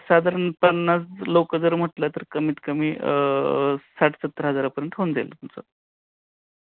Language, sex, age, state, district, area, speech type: Marathi, male, 30-45, Maharashtra, Osmanabad, rural, conversation